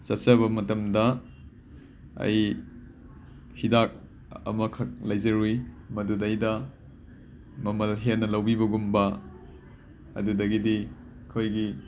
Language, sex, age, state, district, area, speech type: Manipuri, male, 18-30, Manipur, Imphal West, rural, spontaneous